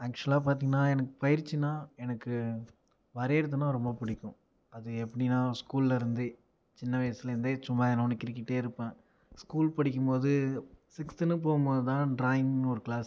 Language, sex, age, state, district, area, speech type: Tamil, male, 18-30, Tamil Nadu, Viluppuram, rural, spontaneous